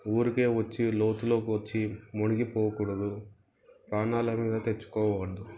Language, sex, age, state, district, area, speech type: Telugu, male, 18-30, Andhra Pradesh, Anantapur, urban, spontaneous